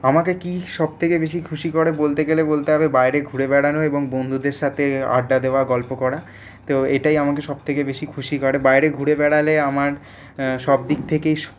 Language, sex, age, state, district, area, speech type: Bengali, male, 18-30, West Bengal, Paschim Bardhaman, urban, spontaneous